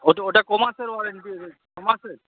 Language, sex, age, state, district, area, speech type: Bengali, male, 18-30, West Bengal, Uttar Dinajpur, rural, conversation